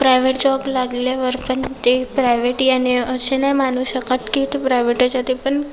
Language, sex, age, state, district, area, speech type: Marathi, female, 18-30, Maharashtra, Nagpur, urban, spontaneous